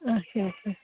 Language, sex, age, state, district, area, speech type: Kashmiri, female, 30-45, Jammu and Kashmir, Ganderbal, rural, conversation